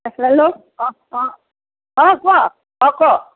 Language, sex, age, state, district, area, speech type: Assamese, female, 45-60, Assam, Nalbari, rural, conversation